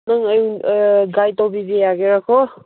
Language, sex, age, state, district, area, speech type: Manipuri, female, 18-30, Manipur, Kangpokpi, rural, conversation